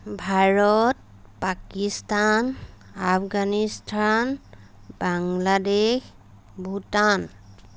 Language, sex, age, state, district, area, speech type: Assamese, female, 30-45, Assam, Lakhimpur, rural, spontaneous